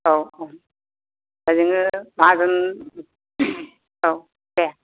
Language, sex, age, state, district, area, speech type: Bodo, male, 45-60, Assam, Kokrajhar, urban, conversation